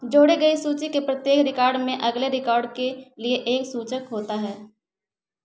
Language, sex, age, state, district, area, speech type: Hindi, female, 30-45, Uttar Pradesh, Ayodhya, rural, read